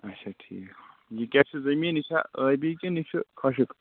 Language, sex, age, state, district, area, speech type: Kashmiri, male, 18-30, Jammu and Kashmir, Anantnag, rural, conversation